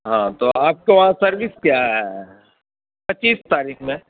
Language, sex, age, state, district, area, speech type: Urdu, male, 45-60, Uttar Pradesh, Mau, urban, conversation